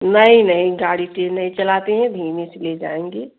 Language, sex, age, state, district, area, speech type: Hindi, female, 30-45, Uttar Pradesh, Jaunpur, rural, conversation